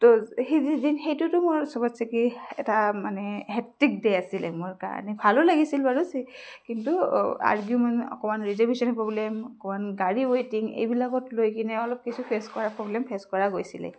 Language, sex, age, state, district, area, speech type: Assamese, female, 30-45, Assam, Udalguri, urban, spontaneous